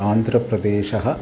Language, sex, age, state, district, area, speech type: Sanskrit, male, 45-60, Tamil Nadu, Chennai, urban, spontaneous